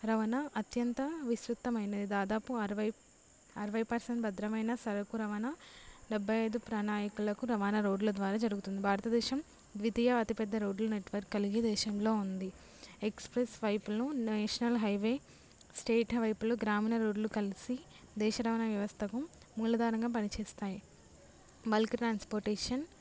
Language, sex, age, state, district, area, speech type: Telugu, female, 18-30, Telangana, Jangaon, urban, spontaneous